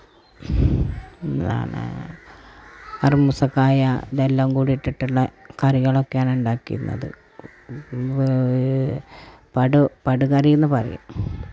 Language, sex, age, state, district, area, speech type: Malayalam, female, 60+, Kerala, Malappuram, rural, spontaneous